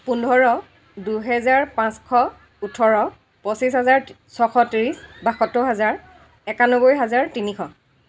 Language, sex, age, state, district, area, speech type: Assamese, female, 60+, Assam, Dhemaji, rural, spontaneous